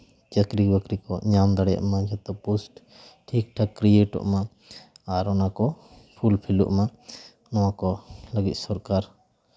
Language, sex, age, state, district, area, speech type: Santali, male, 30-45, West Bengal, Jhargram, rural, spontaneous